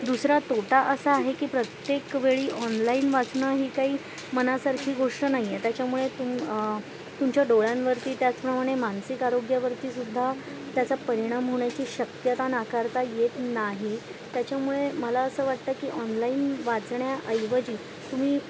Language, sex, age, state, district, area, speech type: Marathi, female, 45-60, Maharashtra, Thane, urban, spontaneous